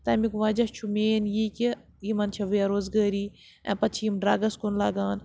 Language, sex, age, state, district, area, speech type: Kashmiri, female, 60+, Jammu and Kashmir, Srinagar, urban, spontaneous